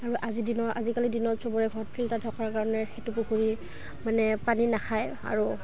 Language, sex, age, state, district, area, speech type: Assamese, female, 18-30, Assam, Udalguri, rural, spontaneous